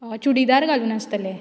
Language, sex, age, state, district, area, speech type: Goan Konkani, female, 18-30, Goa, Quepem, rural, spontaneous